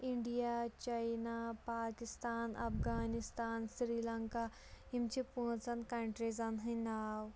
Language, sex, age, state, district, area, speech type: Kashmiri, female, 18-30, Jammu and Kashmir, Shopian, rural, spontaneous